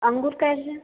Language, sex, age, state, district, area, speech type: Hindi, female, 30-45, Uttar Pradesh, Bhadohi, rural, conversation